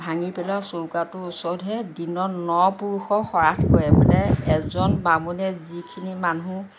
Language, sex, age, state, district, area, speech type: Assamese, female, 60+, Assam, Lakhimpur, rural, spontaneous